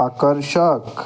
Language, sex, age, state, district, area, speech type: Marathi, male, 30-45, Maharashtra, Mumbai Suburban, urban, read